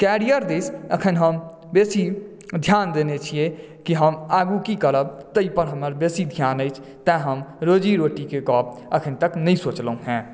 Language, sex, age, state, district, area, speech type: Maithili, male, 30-45, Bihar, Madhubani, urban, spontaneous